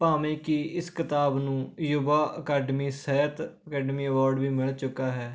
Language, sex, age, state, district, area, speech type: Punjabi, male, 18-30, Punjab, Rupnagar, rural, spontaneous